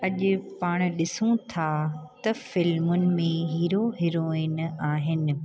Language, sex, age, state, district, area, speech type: Sindhi, female, 30-45, Gujarat, Junagadh, urban, spontaneous